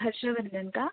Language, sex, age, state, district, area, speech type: Marathi, female, 18-30, Maharashtra, Ratnagiri, urban, conversation